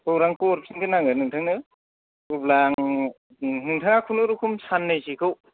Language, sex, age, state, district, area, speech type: Bodo, male, 30-45, Assam, Kokrajhar, rural, conversation